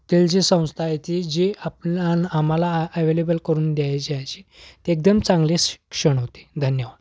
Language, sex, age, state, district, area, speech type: Marathi, male, 18-30, Maharashtra, Kolhapur, urban, spontaneous